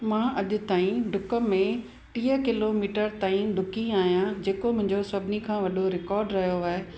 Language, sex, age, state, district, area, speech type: Sindhi, female, 45-60, Gujarat, Kutch, rural, spontaneous